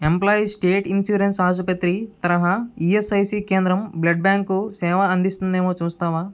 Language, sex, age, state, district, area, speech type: Telugu, male, 18-30, Andhra Pradesh, Vizianagaram, rural, read